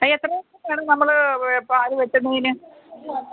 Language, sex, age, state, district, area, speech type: Malayalam, female, 45-60, Kerala, Kottayam, urban, conversation